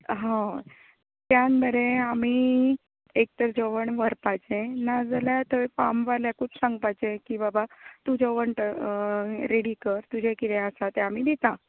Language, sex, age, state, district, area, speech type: Goan Konkani, female, 30-45, Goa, Tiswadi, rural, conversation